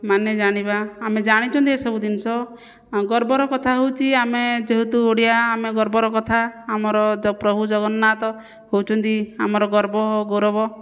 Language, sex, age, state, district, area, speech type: Odia, female, 30-45, Odisha, Jajpur, rural, spontaneous